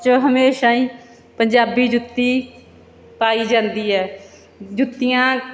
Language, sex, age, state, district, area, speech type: Punjabi, female, 30-45, Punjab, Bathinda, rural, spontaneous